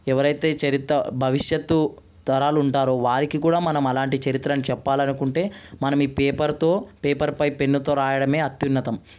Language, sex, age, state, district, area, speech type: Telugu, male, 18-30, Telangana, Ranga Reddy, urban, spontaneous